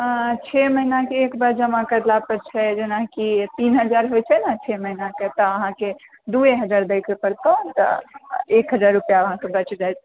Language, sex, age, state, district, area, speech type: Maithili, female, 30-45, Bihar, Purnia, urban, conversation